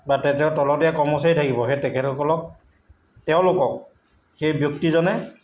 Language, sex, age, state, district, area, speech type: Assamese, male, 45-60, Assam, Jorhat, urban, spontaneous